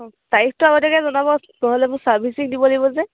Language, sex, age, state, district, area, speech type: Assamese, female, 18-30, Assam, Dibrugarh, rural, conversation